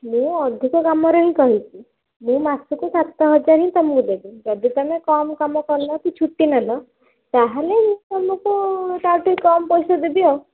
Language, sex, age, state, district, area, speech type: Odia, female, 18-30, Odisha, Bhadrak, rural, conversation